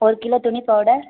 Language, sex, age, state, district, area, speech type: Tamil, female, 18-30, Tamil Nadu, Viluppuram, urban, conversation